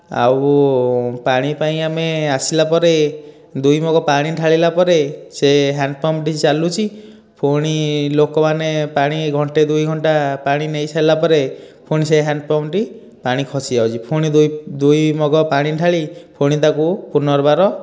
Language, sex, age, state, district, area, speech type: Odia, male, 18-30, Odisha, Dhenkanal, rural, spontaneous